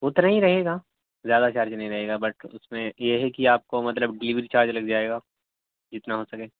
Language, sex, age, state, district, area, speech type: Urdu, male, 18-30, Uttar Pradesh, Siddharthnagar, rural, conversation